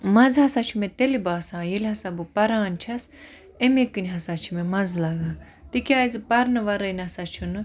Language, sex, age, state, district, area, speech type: Kashmiri, female, 30-45, Jammu and Kashmir, Budgam, rural, spontaneous